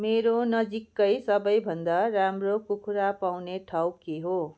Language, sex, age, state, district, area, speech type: Nepali, female, 30-45, West Bengal, Darjeeling, rural, read